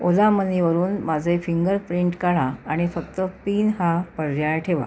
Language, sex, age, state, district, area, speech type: Marathi, female, 30-45, Maharashtra, Amravati, urban, read